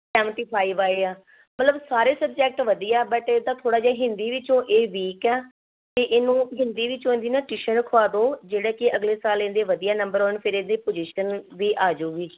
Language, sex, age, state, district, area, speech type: Punjabi, female, 30-45, Punjab, Tarn Taran, rural, conversation